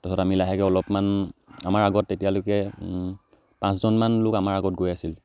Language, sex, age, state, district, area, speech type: Assamese, male, 18-30, Assam, Charaideo, rural, spontaneous